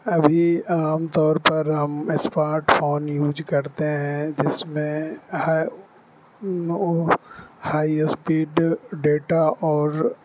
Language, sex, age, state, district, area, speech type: Urdu, male, 18-30, Bihar, Supaul, rural, spontaneous